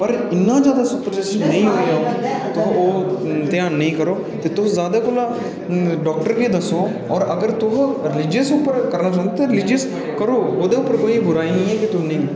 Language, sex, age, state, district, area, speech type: Dogri, male, 18-30, Jammu and Kashmir, Udhampur, rural, spontaneous